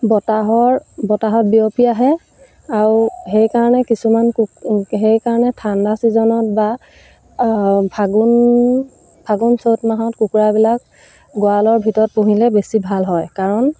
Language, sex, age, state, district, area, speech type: Assamese, female, 30-45, Assam, Sivasagar, rural, spontaneous